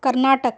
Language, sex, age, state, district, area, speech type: Urdu, female, 30-45, Telangana, Hyderabad, urban, spontaneous